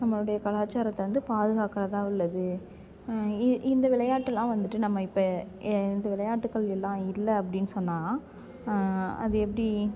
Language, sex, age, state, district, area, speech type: Tamil, female, 18-30, Tamil Nadu, Thanjavur, rural, spontaneous